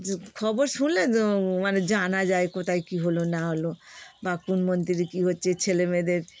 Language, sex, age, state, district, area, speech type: Bengali, female, 60+, West Bengal, Darjeeling, rural, spontaneous